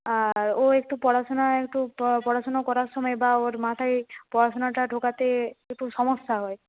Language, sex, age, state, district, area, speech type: Bengali, female, 30-45, West Bengal, Nadia, urban, conversation